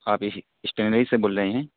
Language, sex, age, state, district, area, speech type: Urdu, male, 18-30, Uttar Pradesh, Saharanpur, urban, conversation